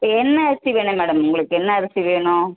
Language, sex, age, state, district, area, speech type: Tamil, female, 18-30, Tamil Nadu, Tenkasi, urban, conversation